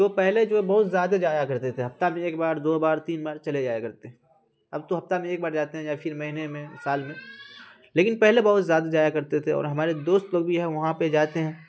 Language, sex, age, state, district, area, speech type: Urdu, male, 30-45, Bihar, Khagaria, rural, spontaneous